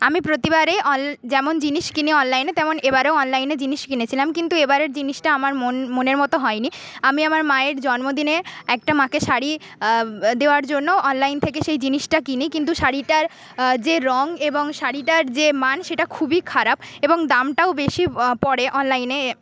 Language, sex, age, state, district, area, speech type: Bengali, female, 18-30, West Bengal, Paschim Medinipur, rural, spontaneous